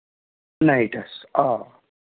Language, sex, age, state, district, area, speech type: Kashmiri, male, 30-45, Jammu and Kashmir, Srinagar, urban, conversation